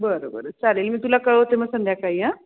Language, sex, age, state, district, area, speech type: Marathi, female, 18-30, Maharashtra, Buldhana, rural, conversation